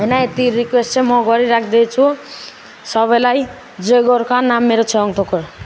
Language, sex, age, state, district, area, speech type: Nepali, male, 18-30, West Bengal, Alipurduar, urban, spontaneous